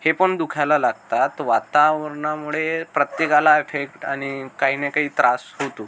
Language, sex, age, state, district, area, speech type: Marathi, male, 18-30, Maharashtra, Akola, rural, spontaneous